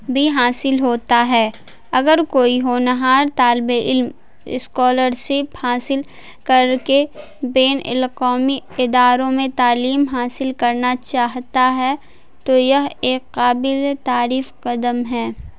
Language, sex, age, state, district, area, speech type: Urdu, female, 18-30, Bihar, Madhubani, urban, spontaneous